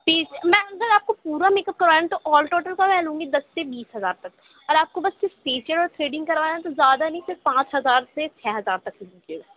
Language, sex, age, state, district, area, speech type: Urdu, female, 18-30, Delhi, Central Delhi, rural, conversation